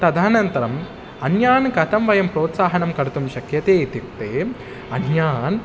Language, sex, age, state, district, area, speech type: Sanskrit, male, 18-30, Telangana, Hyderabad, urban, spontaneous